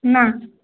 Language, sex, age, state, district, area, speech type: Odia, female, 18-30, Odisha, Subarnapur, urban, conversation